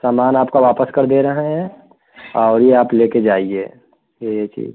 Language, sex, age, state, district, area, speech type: Hindi, male, 30-45, Uttar Pradesh, Prayagraj, urban, conversation